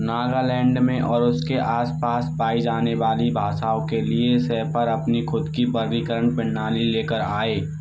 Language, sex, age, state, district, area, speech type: Hindi, male, 60+, Rajasthan, Karauli, rural, read